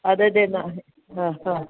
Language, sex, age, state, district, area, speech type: Kannada, female, 60+, Karnataka, Udupi, rural, conversation